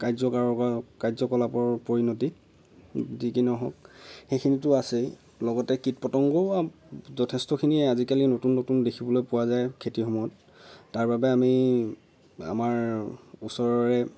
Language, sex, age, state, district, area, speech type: Assamese, male, 30-45, Assam, Lakhimpur, rural, spontaneous